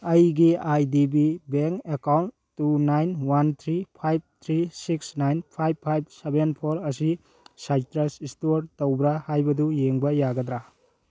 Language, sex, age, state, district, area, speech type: Manipuri, male, 18-30, Manipur, Churachandpur, rural, read